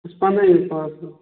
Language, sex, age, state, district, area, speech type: Kashmiri, male, 30-45, Jammu and Kashmir, Bandipora, urban, conversation